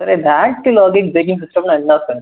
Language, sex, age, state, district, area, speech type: Tamil, male, 18-30, Tamil Nadu, Krishnagiri, rural, conversation